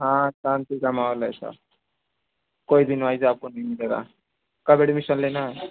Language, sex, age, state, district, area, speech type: Hindi, male, 18-30, Uttar Pradesh, Mau, rural, conversation